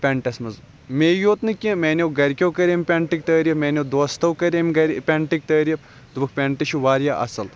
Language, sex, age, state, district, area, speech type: Kashmiri, male, 30-45, Jammu and Kashmir, Kulgam, rural, spontaneous